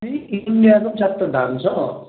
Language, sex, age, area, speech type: Nepali, male, 18-30, rural, conversation